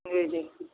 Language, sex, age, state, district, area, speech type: Urdu, male, 18-30, Delhi, East Delhi, urban, conversation